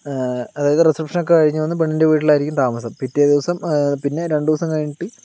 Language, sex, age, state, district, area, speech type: Malayalam, male, 30-45, Kerala, Palakkad, rural, spontaneous